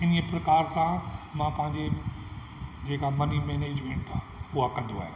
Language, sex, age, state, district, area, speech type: Sindhi, male, 60+, Rajasthan, Ajmer, urban, spontaneous